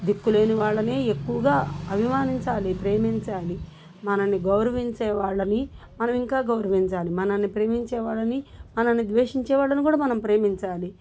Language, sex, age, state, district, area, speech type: Telugu, female, 60+, Andhra Pradesh, Bapatla, urban, spontaneous